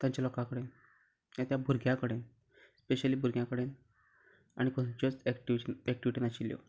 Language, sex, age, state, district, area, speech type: Goan Konkani, male, 30-45, Goa, Canacona, rural, spontaneous